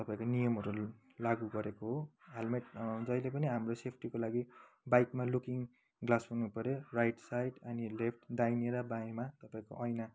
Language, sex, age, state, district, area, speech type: Nepali, male, 30-45, West Bengal, Kalimpong, rural, spontaneous